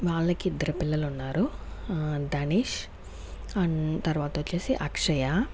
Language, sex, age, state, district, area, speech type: Telugu, female, 30-45, Andhra Pradesh, Sri Balaji, rural, spontaneous